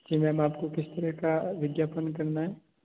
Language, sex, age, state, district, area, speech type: Hindi, male, 30-45, Rajasthan, Jodhpur, urban, conversation